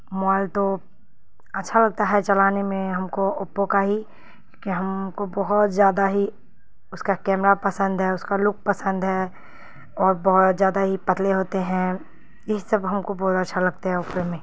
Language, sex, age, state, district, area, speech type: Urdu, female, 30-45, Bihar, Khagaria, rural, spontaneous